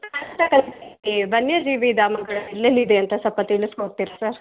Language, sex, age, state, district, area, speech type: Kannada, female, 45-60, Karnataka, Chikkaballapur, rural, conversation